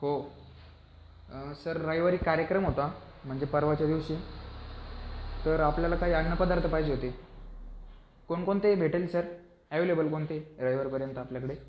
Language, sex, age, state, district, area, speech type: Marathi, male, 18-30, Maharashtra, Aurangabad, rural, spontaneous